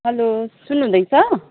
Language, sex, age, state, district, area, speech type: Nepali, female, 30-45, West Bengal, Kalimpong, rural, conversation